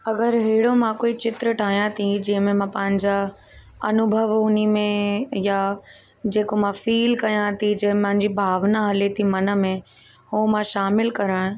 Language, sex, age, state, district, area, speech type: Sindhi, female, 18-30, Uttar Pradesh, Lucknow, urban, spontaneous